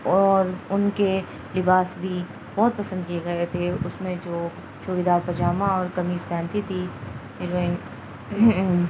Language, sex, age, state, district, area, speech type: Urdu, female, 30-45, Uttar Pradesh, Muzaffarnagar, urban, spontaneous